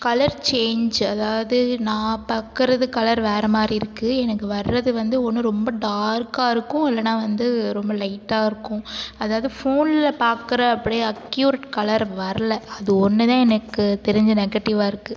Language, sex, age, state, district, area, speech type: Tamil, female, 45-60, Tamil Nadu, Cuddalore, rural, spontaneous